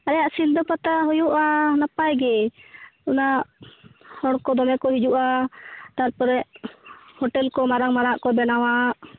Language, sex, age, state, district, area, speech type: Santali, female, 30-45, West Bengal, Jhargram, rural, conversation